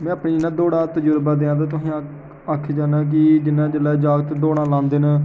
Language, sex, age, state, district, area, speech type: Dogri, male, 18-30, Jammu and Kashmir, Jammu, urban, spontaneous